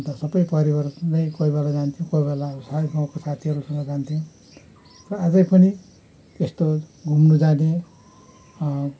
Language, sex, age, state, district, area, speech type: Nepali, male, 60+, West Bengal, Kalimpong, rural, spontaneous